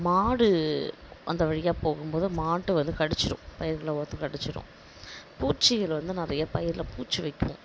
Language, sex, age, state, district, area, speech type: Tamil, female, 30-45, Tamil Nadu, Kallakurichi, rural, spontaneous